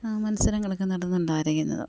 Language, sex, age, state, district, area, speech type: Malayalam, female, 30-45, Kerala, Alappuzha, rural, spontaneous